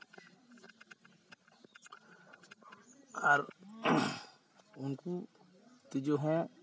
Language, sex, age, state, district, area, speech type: Santali, male, 30-45, West Bengal, Jhargram, rural, spontaneous